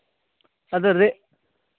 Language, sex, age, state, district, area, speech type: Santali, male, 18-30, Jharkhand, Pakur, rural, conversation